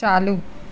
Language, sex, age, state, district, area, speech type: Sindhi, female, 45-60, Gujarat, Surat, urban, read